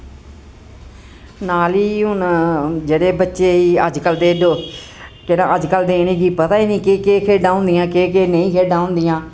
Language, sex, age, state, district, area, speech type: Dogri, female, 60+, Jammu and Kashmir, Jammu, urban, spontaneous